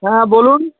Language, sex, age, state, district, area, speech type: Bengali, male, 18-30, West Bengal, Birbhum, urban, conversation